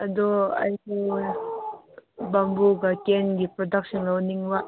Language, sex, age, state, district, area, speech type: Manipuri, female, 18-30, Manipur, Senapati, urban, conversation